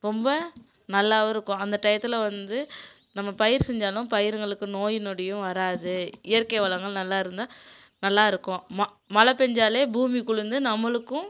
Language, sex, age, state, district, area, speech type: Tamil, female, 30-45, Tamil Nadu, Kallakurichi, urban, spontaneous